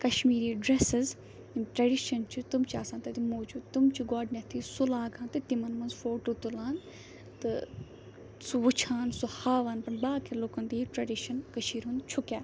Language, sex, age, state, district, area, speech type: Kashmiri, female, 18-30, Jammu and Kashmir, Ganderbal, rural, spontaneous